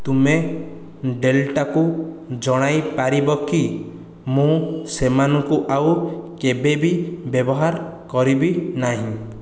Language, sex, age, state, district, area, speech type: Odia, male, 30-45, Odisha, Khordha, rural, read